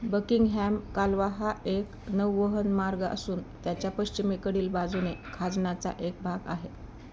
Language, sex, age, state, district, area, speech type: Marathi, female, 60+, Maharashtra, Osmanabad, rural, read